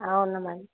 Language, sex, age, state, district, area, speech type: Telugu, female, 30-45, Andhra Pradesh, Nandyal, rural, conversation